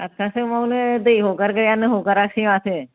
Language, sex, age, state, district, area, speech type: Bodo, female, 45-60, Assam, Chirang, rural, conversation